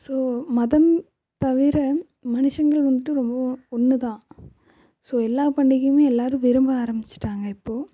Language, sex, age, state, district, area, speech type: Tamil, female, 18-30, Tamil Nadu, Karur, rural, spontaneous